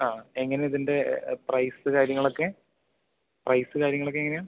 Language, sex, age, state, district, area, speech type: Malayalam, male, 18-30, Kerala, Thrissur, rural, conversation